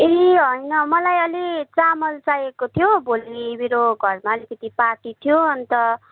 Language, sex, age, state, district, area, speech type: Nepali, female, 18-30, West Bengal, Darjeeling, urban, conversation